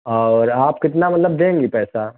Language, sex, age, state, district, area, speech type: Hindi, male, 30-45, Uttar Pradesh, Prayagraj, urban, conversation